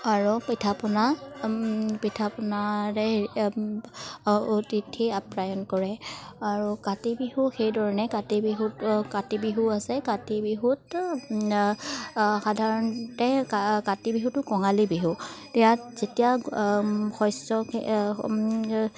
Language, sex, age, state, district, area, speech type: Assamese, female, 30-45, Assam, Charaideo, urban, spontaneous